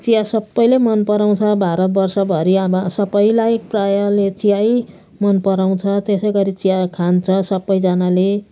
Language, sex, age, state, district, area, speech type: Nepali, female, 60+, West Bengal, Jalpaiguri, urban, spontaneous